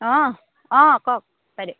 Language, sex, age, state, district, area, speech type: Assamese, female, 30-45, Assam, Dibrugarh, rural, conversation